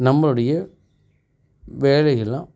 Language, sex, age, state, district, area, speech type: Tamil, male, 45-60, Tamil Nadu, Perambalur, rural, spontaneous